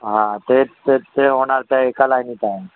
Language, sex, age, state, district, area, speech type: Marathi, male, 30-45, Maharashtra, Yavatmal, urban, conversation